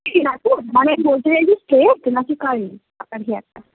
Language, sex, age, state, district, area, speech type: Bengali, female, 30-45, West Bengal, Darjeeling, urban, conversation